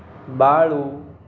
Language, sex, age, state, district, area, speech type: Marathi, male, 30-45, Maharashtra, Hingoli, urban, spontaneous